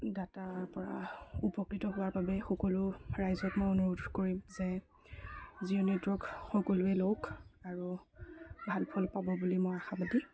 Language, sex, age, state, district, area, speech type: Assamese, female, 60+, Assam, Darrang, rural, spontaneous